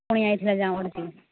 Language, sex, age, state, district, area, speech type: Odia, female, 60+, Odisha, Angul, rural, conversation